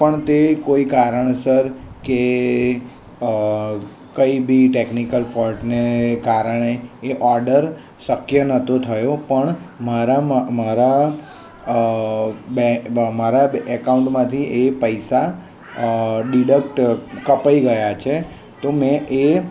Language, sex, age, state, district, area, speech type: Gujarati, male, 30-45, Gujarat, Kheda, rural, spontaneous